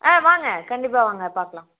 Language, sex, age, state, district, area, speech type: Tamil, female, 30-45, Tamil Nadu, Namakkal, rural, conversation